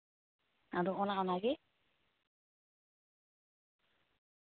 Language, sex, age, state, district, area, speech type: Santali, female, 18-30, West Bengal, Malda, rural, conversation